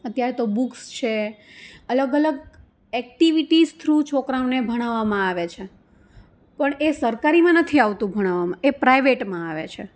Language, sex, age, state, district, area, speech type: Gujarati, female, 30-45, Gujarat, Rajkot, rural, spontaneous